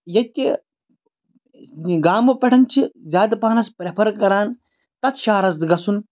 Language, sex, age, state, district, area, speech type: Kashmiri, male, 30-45, Jammu and Kashmir, Bandipora, rural, spontaneous